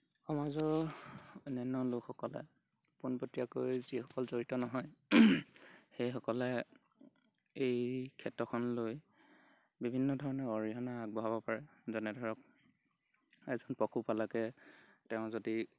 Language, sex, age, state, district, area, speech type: Assamese, male, 18-30, Assam, Golaghat, rural, spontaneous